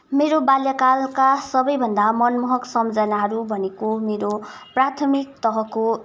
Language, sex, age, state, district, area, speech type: Nepali, female, 18-30, West Bengal, Kalimpong, rural, spontaneous